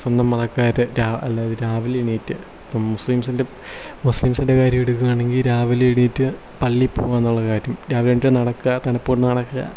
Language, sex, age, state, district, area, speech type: Malayalam, male, 18-30, Kerala, Kottayam, rural, spontaneous